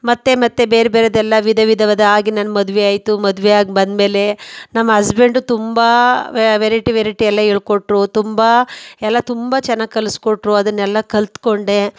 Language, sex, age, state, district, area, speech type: Kannada, female, 30-45, Karnataka, Mandya, rural, spontaneous